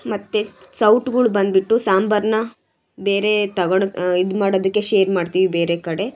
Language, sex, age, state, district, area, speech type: Kannada, female, 18-30, Karnataka, Chitradurga, urban, spontaneous